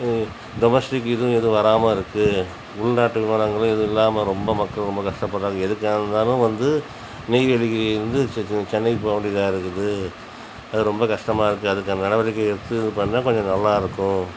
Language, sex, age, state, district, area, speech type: Tamil, male, 45-60, Tamil Nadu, Cuddalore, rural, spontaneous